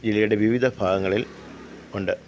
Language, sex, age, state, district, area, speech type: Malayalam, male, 45-60, Kerala, Kollam, rural, spontaneous